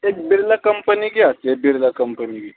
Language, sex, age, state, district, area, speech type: Urdu, male, 30-45, Uttar Pradesh, Saharanpur, urban, conversation